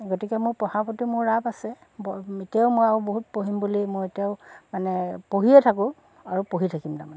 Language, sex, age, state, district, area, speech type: Assamese, female, 45-60, Assam, Dhemaji, urban, spontaneous